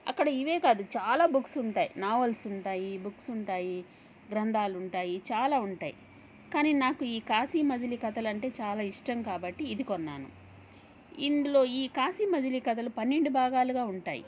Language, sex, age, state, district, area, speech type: Telugu, female, 30-45, Andhra Pradesh, Kadapa, rural, spontaneous